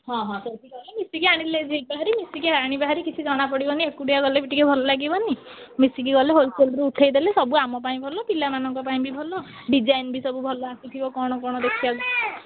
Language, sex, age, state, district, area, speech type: Odia, female, 45-60, Odisha, Sundergarh, rural, conversation